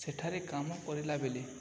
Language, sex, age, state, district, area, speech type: Odia, male, 18-30, Odisha, Balangir, urban, spontaneous